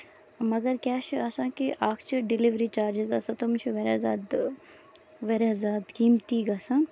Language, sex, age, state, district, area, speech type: Kashmiri, female, 18-30, Jammu and Kashmir, Baramulla, rural, spontaneous